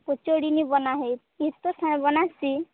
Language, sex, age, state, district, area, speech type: Odia, female, 18-30, Odisha, Nuapada, urban, conversation